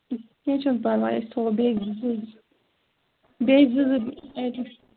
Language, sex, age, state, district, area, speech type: Kashmiri, female, 18-30, Jammu and Kashmir, Bandipora, rural, conversation